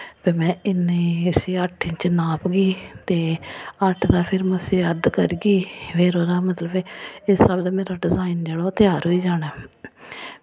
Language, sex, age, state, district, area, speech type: Dogri, female, 30-45, Jammu and Kashmir, Samba, urban, spontaneous